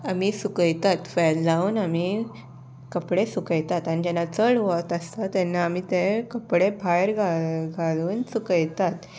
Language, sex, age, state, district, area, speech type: Goan Konkani, female, 18-30, Goa, Salcete, urban, spontaneous